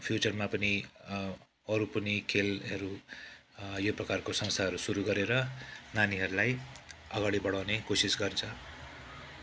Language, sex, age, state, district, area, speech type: Nepali, male, 45-60, West Bengal, Kalimpong, rural, spontaneous